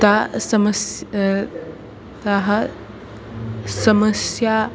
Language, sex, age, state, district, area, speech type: Sanskrit, female, 18-30, Maharashtra, Nagpur, urban, spontaneous